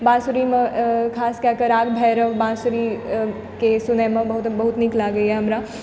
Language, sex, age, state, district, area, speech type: Maithili, female, 18-30, Bihar, Supaul, urban, spontaneous